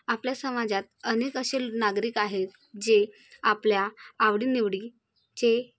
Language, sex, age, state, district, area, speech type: Marathi, female, 18-30, Maharashtra, Bhandara, rural, spontaneous